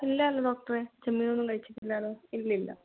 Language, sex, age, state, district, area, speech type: Malayalam, female, 18-30, Kerala, Kozhikode, urban, conversation